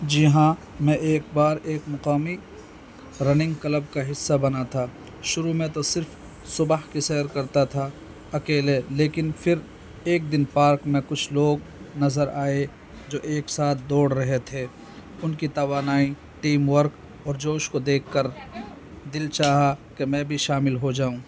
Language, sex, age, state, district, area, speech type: Urdu, male, 45-60, Delhi, North East Delhi, urban, spontaneous